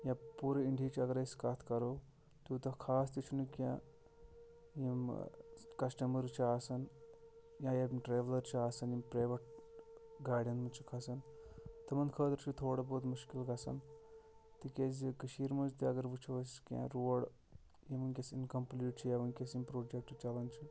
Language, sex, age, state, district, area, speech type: Kashmiri, male, 18-30, Jammu and Kashmir, Shopian, urban, spontaneous